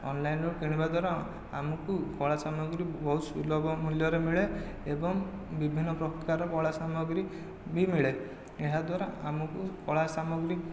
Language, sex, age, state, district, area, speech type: Odia, male, 18-30, Odisha, Khordha, rural, spontaneous